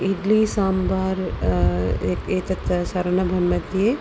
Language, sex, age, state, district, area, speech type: Sanskrit, female, 45-60, Tamil Nadu, Tiruchirappalli, urban, spontaneous